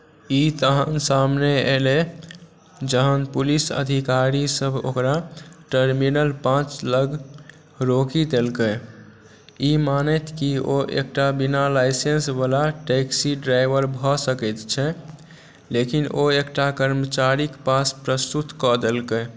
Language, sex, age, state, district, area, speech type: Maithili, male, 18-30, Bihar, Supaul, rural, read